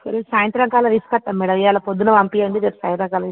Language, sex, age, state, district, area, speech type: Telugu, female, 45-60, Andhra Pradesh, Visakhapatnam, urban, conversation